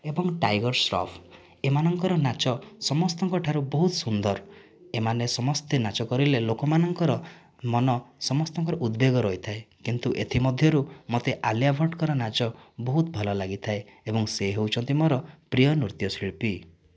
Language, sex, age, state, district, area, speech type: Odia, male, 30-45, Odisha, Kandhamal, rural, spontaneous